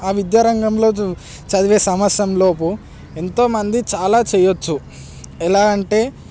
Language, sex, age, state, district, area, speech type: Telugu, male, 18-30, Telangana, Hyderabad, urban, spontaneous